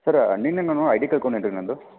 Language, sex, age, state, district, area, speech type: Kannada, male, 30-45, Karnataka, Belgaum, rural, conversation